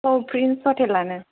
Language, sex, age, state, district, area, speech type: Bodo, female, 18-30, Assam, Chirang, urban, conversation